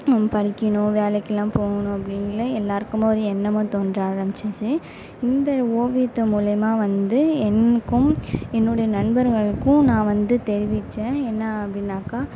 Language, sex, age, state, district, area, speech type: Tamil, female, 18-30, Tamil Nadu, Mayiladuthurai, urban, spontaneous